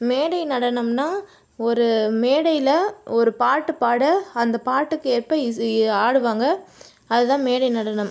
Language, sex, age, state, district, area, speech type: Tamil, female, 18-30, Tamil Nadu, Tiruchirappalli, rural, spontaneous